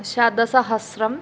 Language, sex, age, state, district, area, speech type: Sanskrit, female, 18-30, Kerala, Thrissur, rural, spontaneous